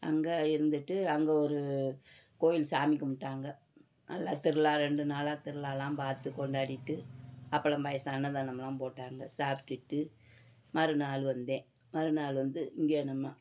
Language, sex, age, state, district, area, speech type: Tamil, female, 60+, Tamil Nadu, Madurai, urban, spontaneous